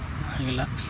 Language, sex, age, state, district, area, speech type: Kannada, male, 30-45, Karnataka, Dharwad, rural, spontaneous